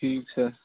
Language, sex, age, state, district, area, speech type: Kashmiri, male, 18-30, Jammu and Kashmir, Shopian, rural, conversation